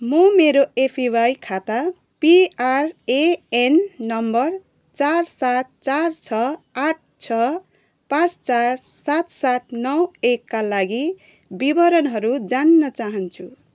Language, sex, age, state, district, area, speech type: Nepali, female, 30-45, West Bengal, Jalpaiguri, urban, read